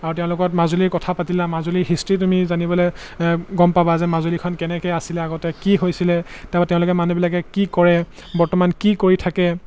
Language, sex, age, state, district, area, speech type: Assamese, male, 18-30, Assam, Golaghat, urban, spontaneous